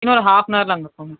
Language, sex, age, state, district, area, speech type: Tamil, male, 18-30, Tamil Nadu, Sivaganga, rural, conversation